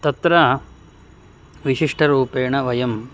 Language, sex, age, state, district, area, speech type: Sanskrit, male, 60+, Karnataka, Shimoga, urban, spontaneous